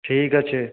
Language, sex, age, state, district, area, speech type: Bengali, male, 45-60, West Bengal, Purulia, urban, conversation